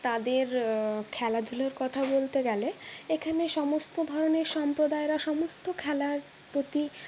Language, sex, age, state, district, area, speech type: Bengali, female, 45-60, West Bengal, Purulia, urban, spontaneous